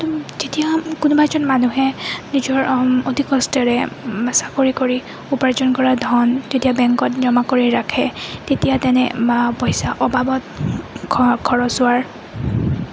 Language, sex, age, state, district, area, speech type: Assamese, female, 30-45, Assam, Goalpara, urban, spontaneous